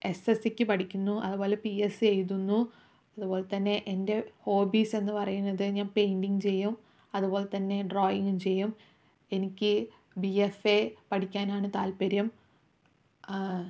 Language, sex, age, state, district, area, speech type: Malayalam, female, 18-30, Kerala, Palakkad, rural, spontaneous